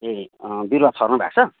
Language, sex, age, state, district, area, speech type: Nepali, male, 30-45, West Bengal, Kalimpong, rural, conversation